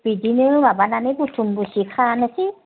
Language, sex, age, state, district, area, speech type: Bodo, female, 60+, Assam, Udalguri, rural, conversation